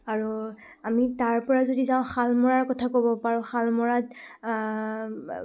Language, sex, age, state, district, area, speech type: Assamese, female, 18-30, Assam, Majuli, urban, spontaneous